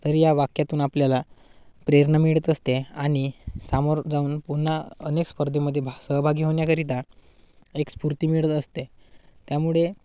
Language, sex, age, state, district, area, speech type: Marathi, male, 18-30, Maharashtra, Gadchiroli, rural, spontaneous